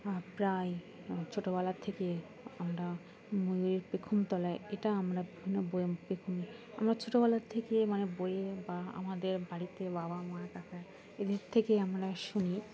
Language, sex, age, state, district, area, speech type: Bengali, female, 18-30, West Bengal, Dakshin Dinajpur, urban, spontaneous